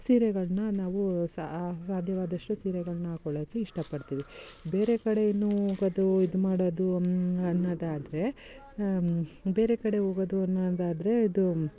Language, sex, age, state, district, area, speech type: Kannada, female, 30-45, Karnataka, Mysore, rural, spontaneous